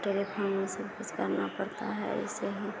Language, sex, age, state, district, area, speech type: Hindi, female, 18-30, Bihar, Madhepura, rural, spontaneous